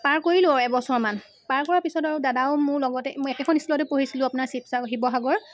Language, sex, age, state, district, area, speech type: Assamese, female, 18-30, Assam, Sivasagar, urban, spontaneous